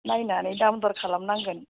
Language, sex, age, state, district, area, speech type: Bodo, female, 30-45, Assam, Chirang, rural, conversation